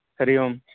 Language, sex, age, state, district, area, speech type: Sanskrit, male, 18-30, Karnataka, Chikkamagaluru, rural, conversation